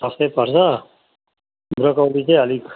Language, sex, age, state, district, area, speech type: Nepali, male, 60+, West Bengal, Darjeeling, rural, conversation